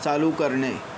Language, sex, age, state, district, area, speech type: Marathi, male, 30-45, Maharashtra, Yavatmal, urban, read